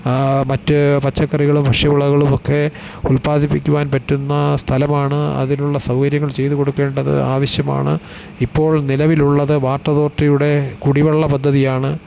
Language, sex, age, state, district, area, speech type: Malayalam, male, 45-60, Kerala, Thiruvananthapuram, urban, spontaneous